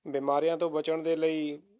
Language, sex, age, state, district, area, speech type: Punjabi, male, 30-45, Punjab, Mohali, rural, spontaneous